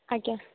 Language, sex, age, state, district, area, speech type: Odia, female, 18-30, Odisha, Rayagada, rural, conversation